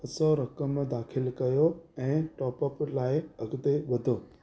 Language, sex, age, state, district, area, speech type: Sindhi, male, 30-45, Gujarat, Surat, urban, read